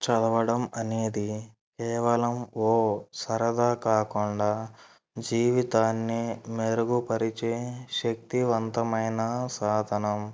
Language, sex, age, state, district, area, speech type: Telugu, male, 18-30, Andhra Pradesh, Kurnool, urban, spontaneous